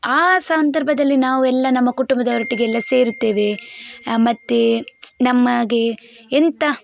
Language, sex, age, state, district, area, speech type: Kannada, female, 18-30, Karnataka, Udupi, rural, spontaneous